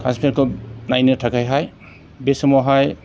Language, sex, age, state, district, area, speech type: Bodo, male, 45-60, Assam, Chirang, rural, spontaneous